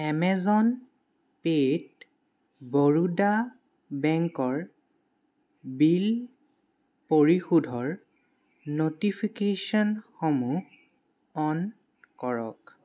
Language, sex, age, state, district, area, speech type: Assamese, male, 18-30, Assam, Charaideo, urban, read